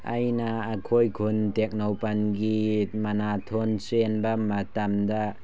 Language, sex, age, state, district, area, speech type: Manipuri, male, 18-30, Manipur, Tengnoupal, rural, spontaneous